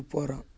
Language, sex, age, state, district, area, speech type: Odia, male, 18-30, Odisha, Malkangiri, urban, read